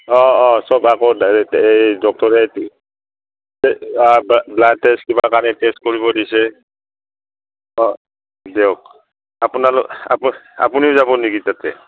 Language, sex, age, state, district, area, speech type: Assamese, male, 60+, Assam, Udalguri, rural, conversation